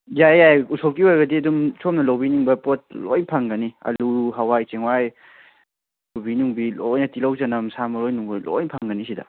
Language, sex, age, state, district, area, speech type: Manipuri, male, 18-30, Manipur, Kangpokpi, urban, conversation